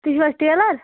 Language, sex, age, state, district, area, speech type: Kashmiri, other, 18-30, Jammu and Kashmir, Baramulla, rural, conversation